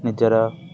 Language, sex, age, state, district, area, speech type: Odia, male, 18-30, Odisha, Ganjam, urban, spontaneous